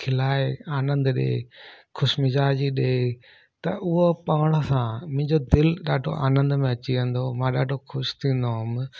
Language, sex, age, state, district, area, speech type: Sindhi, male, 45-60, Gujarat, Junagadh, urban, spontaneous